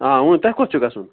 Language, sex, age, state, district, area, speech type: Kashmiri, male, 30-45, Jammu and Kashmir, Kupwara, rural, conversation